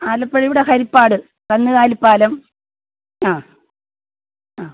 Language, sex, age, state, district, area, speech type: Malayalam, female, 45-60, Kerala, Alappuzha, rural, conversation